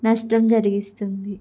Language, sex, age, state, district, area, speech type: Telugu, female, 18-30, Andhra Pradesh, Guntur, urban, spontaneous